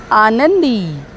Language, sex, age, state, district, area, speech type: Marathi, female, 30-45, Maharashtra, Mumbai Suburban, urban, read